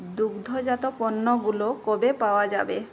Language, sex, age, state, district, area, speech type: Bengali, female, 30-45, West Bengal, Jhargram, rural, read